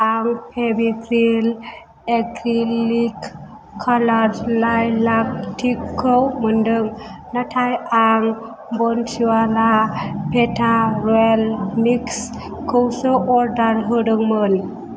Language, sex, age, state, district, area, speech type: Bodo, female, 18-30, Assam, Chirang, rural, read